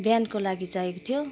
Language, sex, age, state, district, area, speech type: Nepali, female, 45-60, West Bengal, Kalimpong, rural, spontaneous